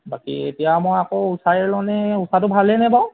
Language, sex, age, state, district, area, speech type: Assamese, male, 30-45, Assam, Golaghat, urban, conversation